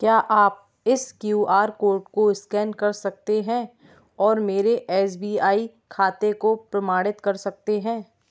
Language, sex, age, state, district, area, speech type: Hindi, female, 30-45, Madhya Pradesh, Gwalior, urban, read